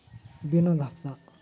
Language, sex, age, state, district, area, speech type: Santali, male, 30-45, Jharkhand, Seraikela Kharsawan, rural, spontaneous